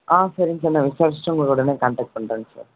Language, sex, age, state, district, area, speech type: Tamil, male, 18-30, Tamil Nadu, Salem, rural, conversation